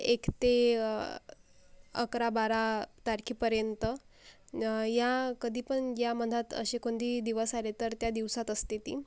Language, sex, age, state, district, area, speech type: Marathi, female, 18-30, Maharashtra, Akola, rural, spontaneous